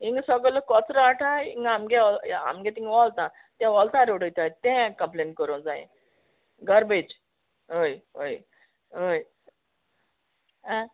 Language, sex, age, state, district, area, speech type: Goan Konkani, female, 45-60, Goa, Quepem, rural, conversation